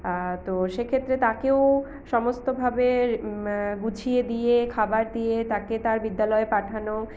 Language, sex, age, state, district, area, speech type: Bengali, female, 45-60, West Bengal, Purulia, urban, spontaneous